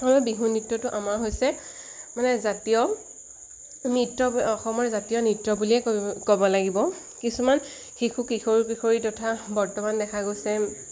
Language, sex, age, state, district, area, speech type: Assamese, female, 18-30, Assam, Lakhimpur, rural, spontaneous